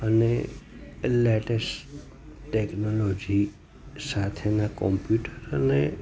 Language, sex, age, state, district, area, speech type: Gujarati, male, 45-60, Gujarat, Junagadh, rural, spontaneous